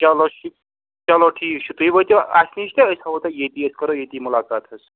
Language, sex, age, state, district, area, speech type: Kashmiri, male, 30-45, Jammu and Kashmir, Srinagar, urban, conversation